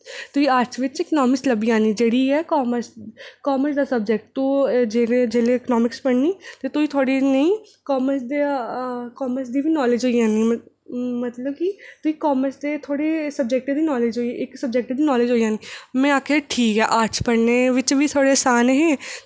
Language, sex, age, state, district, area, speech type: Dogri, female, 18-30, Jammu and Kashmir, Reasi, urban, spontaneous